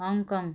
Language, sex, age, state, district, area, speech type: Nepali, female, 60+, West Bengal, Kalimpong, rural, spontaneous